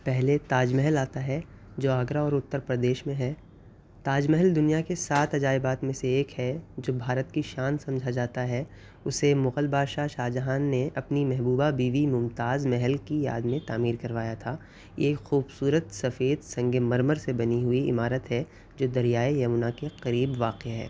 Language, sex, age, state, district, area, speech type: Urdu, male, 30-45, Uttar Pradesh, Gautam Buddha Nagar, urban, spontaneous